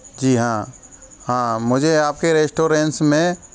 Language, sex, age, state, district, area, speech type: Hindi, male, 18-30, Rajasthan, Karauli, rural, spontaneous